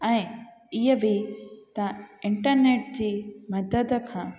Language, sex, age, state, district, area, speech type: Sindhi, female, 18-30, Gujarat, Junagadh, urban, spontaneous